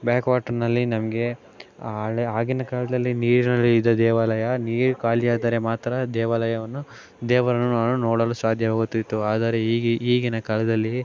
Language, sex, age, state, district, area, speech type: Kannada, male, 18-30, Karnataka, Mandya, rural, spontaneous